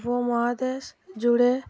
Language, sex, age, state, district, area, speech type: Bengali, female, 30-45, West Bengal, Dakshin Dinajpur, urban, read